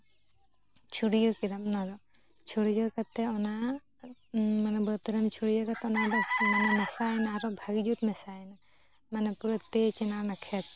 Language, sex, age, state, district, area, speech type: Santali, female, 18-30, West Bengal, Jhargram, rural, spontaneous